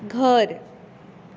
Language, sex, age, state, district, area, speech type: Goan Konkani, female, 18-30, Goa, Tiswadi, rural, read